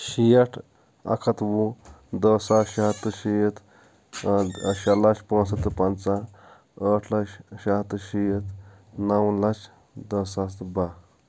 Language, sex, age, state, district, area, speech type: Kashmiri, male, 30-45, Jammu and Kashmir, Shopian, rural, spontaneous